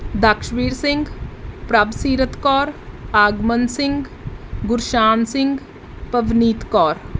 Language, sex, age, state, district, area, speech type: Punjabi, female, 30-45, Punjab, Mohali, rural, spontaneous